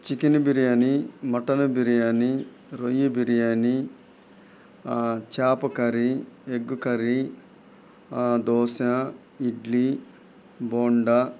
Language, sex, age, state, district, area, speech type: Telugu, male, 45-60, Andhra Pradesh, Nellore, rural, spontaneous